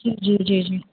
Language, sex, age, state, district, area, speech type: Urdu, female, 30-45, Uttar Pradesh, Rampur, urban, conversation